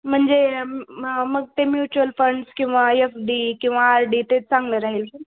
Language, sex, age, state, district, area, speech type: Marathi, female, 18-30, Maharashtra, Osmanabad, rural, conversation